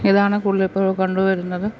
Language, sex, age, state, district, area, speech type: Malayalam, female, 45-60, Kerala, Pathanamthitta, rural, spontaneous